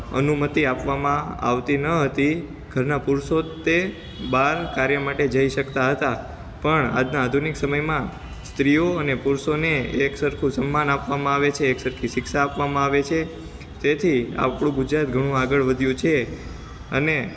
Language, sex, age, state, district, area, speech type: Gujarati, male, 18-30, Gujarat, Ahmedabad, urban, spontaneous